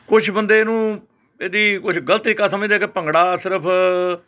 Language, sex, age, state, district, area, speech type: Punjabi, male, 60+, Punjab, Hoshiarpur, urban, spontaneous